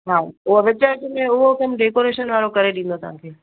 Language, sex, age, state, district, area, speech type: Sindhi, female, 45-60, Gujarat, Kutch, urban, conversation